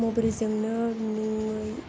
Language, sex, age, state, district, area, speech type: Bodo, female, 18-30, Assam, Kokrajhar, rural, spontaneous